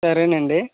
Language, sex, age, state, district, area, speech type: Telugu, male, 30-45, Andhra Pradesh, West Godavari, rural, conversation